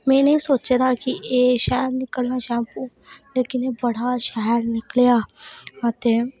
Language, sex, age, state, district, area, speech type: Dogri, female, 18-30, Jammu and Kashmir, Reasi, rural, spontaneous